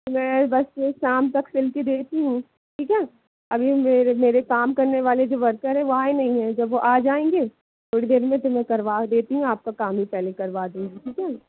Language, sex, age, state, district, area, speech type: Hindi, female, 18-30, Madhya Pradesh, Jabalpur, urban, conversation